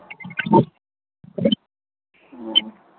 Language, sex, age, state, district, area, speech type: Maithili, female, 18-30, Bihar, Madhubani, rural, conversation